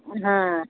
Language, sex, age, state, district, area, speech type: Kannada, female, 18-30, Karnataka, Bidar, rural, conversation